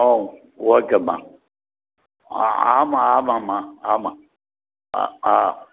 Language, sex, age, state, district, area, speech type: Tamil, male, 60+, Tamil Nadu, Krishnagiri, rural, conversation